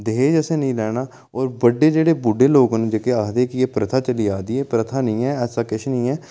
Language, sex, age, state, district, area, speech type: Dogri, male, 30-45, Jammu and Kashmir, Udhampur, rural, spontaneous